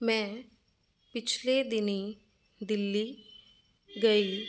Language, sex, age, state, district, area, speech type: Punjabi, female, 30-45, Punjab, Fazilka, rural, spontaneous